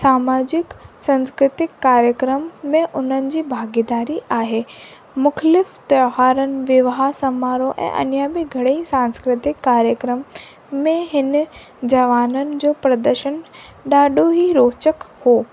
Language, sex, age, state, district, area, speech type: Sindhi, female, 18-30, Rajasthan, Ajmer, urban, spontaneous